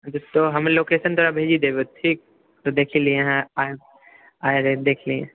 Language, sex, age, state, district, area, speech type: Maithili, male, 30-45, Bihar, Purnia, rural, conversation